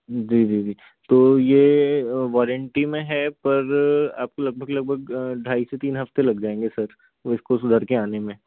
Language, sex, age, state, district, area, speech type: Hindi, male, 30-45, Madhya Pradesh, Balaghat, rural, conversation